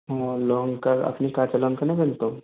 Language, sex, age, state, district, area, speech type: Bengali, male, 18-30, West Bengal, Birbhum, urban, conversation